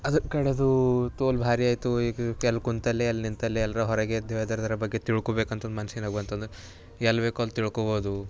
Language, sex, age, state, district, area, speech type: Kannada, male, 18-30, Karnataka, Bidar, urban, spontaneous